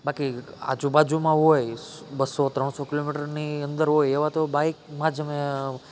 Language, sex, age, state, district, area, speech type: Gujarati, male, 30-45, Gujarat, Rajkot, rural, spontaneous